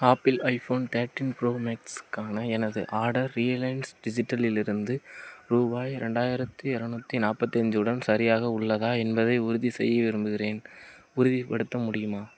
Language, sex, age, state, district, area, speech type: Tamil, male, 18-30, Tamil Nadu, Madurai, rural, read